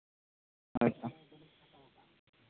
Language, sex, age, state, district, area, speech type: Santali, male, 18-30, Jharkhand, East Singhbhum, rural, conversation